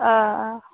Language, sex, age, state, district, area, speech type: Kashmiri, female, 18-30, Jammu and Kashmir, Bandipora, rural, conversation